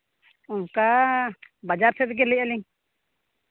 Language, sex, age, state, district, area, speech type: Santali, male, 18-30, Jharkhand, East Singhbhum, rural, conversation